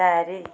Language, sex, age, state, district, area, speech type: Odia, female, 30-45, Odisha, Kendujhar, urban, read